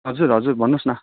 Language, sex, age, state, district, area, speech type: Nepali, male, 18-30, West Bengal, Darjeeling, rural, conversation